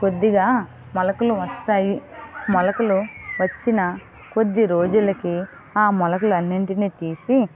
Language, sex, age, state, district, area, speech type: Telugu, female, 18-30, Andhra Pradesh, Vizianagaram, rural, spontaneous